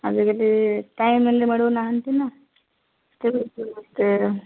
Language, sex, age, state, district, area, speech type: Odia, female, 30-45, Odisha, Sundergarh, urban, conversation